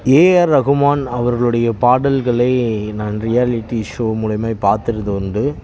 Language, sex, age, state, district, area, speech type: Tamil, male, 30-45, Tamil Nadu, Kallakurichi, rural, spontaneous